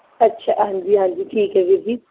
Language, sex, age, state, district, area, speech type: Punjabi, female, 30-45, Punjab, Barnala, rural, conversation